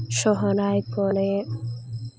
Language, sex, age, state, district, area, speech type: Santali, female, 18-30, West Bengal, Jhargram, rural, spontaneous